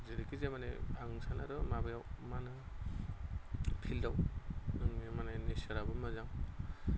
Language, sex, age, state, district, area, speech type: Bodo, male, 30-45, Assam, Goalpara, rural, spontaneous